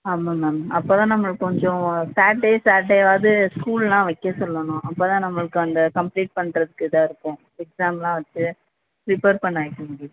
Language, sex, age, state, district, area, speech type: Tamil, female, 18-30, Tamil Nadu, Madurai, rural, conversation